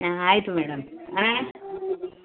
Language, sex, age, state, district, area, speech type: Kannada, female, 45-60, Karnataka, Dakshina Kannada, rural, conversation